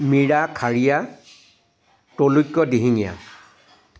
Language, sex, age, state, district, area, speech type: Assamese, male, 45-60, Assam, Charaideo, urban, spontaneous